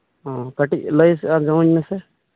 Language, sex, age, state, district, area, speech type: Santali, male, 18-30, West Bengal, Birbhum, rural, conversation